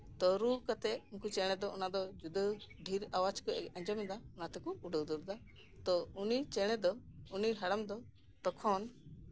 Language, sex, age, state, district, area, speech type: Santali, female, 45-60, West Bengal, Birbhum, rural, spontaneous